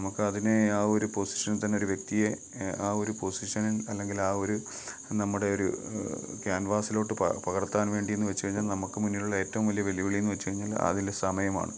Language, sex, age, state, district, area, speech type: Malayalam, male, 30-45, Kerala, Kottayam, rural, spontaneous